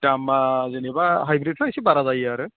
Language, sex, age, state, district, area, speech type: Bodo, male, 30-45, Assam, Chirang, rural, conversation